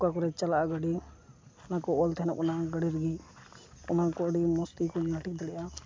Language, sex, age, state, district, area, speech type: Santali, male, 18-30, West Bengal, Uttar Dinajpur, rural, spontaneous